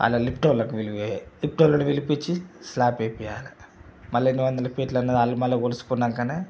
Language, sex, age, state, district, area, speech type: Telugu, male, 45-60, Telangana, Mancherial, rural, spontaneous